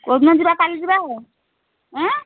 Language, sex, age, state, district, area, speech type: Odia, female, 30-45, Odisha, Nayagarh, rural, conversation